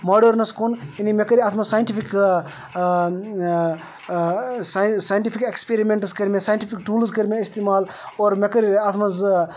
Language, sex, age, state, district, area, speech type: Kashmiri, male, 30-45, Jammu and Kashmir, Baramulla, rural, spontaneous